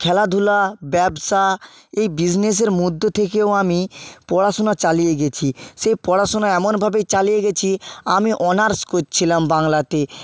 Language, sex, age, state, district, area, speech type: Bengali, male, 18-30, West Bengal, Nadia, rural, spontaneous